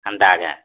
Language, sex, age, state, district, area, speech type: Odia, male, 18-30, Odisha, Kalahandi, rural, conversation